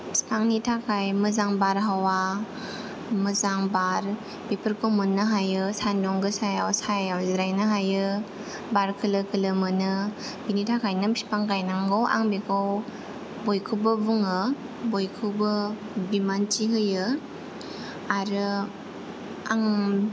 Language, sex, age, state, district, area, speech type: Bodo, female, 18-30, Assam, Kokrajhar, rural, spontaneous